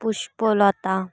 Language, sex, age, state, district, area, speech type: Santali, female, 18-30, West Bengal, Paschim Bardhaman, rural, spontaneous